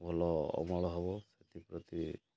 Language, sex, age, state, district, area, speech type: Odia, male, 60+, Odisha, Mayurbhanj, rural, spontaneous